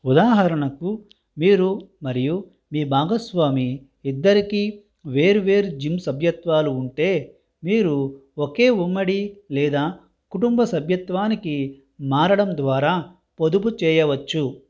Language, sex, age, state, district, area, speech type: Telugu, male, 60+, Andhra Pradesh, Konaseema, rural, read